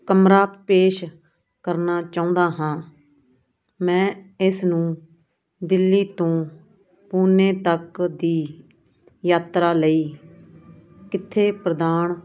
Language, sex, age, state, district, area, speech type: Punjabi, female, 30-45, Punjab, Muktsar, urban, read